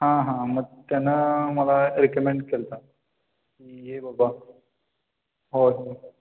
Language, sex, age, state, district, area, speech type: Marathi, male, 18-30, Maharashtra, Kolhapur, urban, conversation